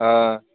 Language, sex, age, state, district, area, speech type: Hindi, male, 45-60, Bihar, Muzaffarpur, urban, conversation